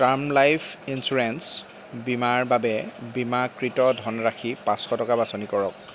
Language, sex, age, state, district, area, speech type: Assamese, male, 30-45, Assam, Jorhat, rural, read